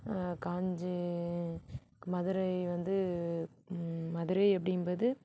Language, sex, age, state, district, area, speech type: Tamil, female, 45-60, Tamil Nadu, Mayiladuthurai, urban, spontaneous